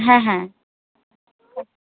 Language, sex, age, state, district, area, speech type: Bengali, female, 45-60, West Bengal, Birbhum, urban, conversation